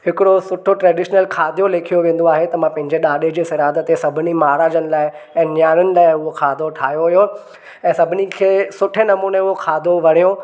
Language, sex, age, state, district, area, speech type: Sindhi, male, 18-30, Maharashtra, Thane, urban, spontaneous